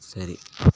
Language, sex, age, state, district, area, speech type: Tamil, male, 18-30, Tamil Nadu, Kallakurichi, urban, spontaneous